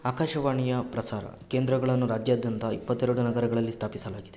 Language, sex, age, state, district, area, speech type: Kannada, male, 18-30, Karnataka, Bangalore Rural, rural, read